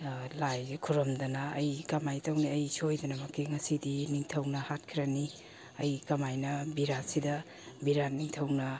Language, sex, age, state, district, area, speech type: Manipuri, female, 60+, Manipur, Imphal East, rural, spontaneous